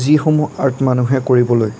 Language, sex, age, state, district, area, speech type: Assamese, male, 18-30, Assam, Nagaon, rural, spontaneous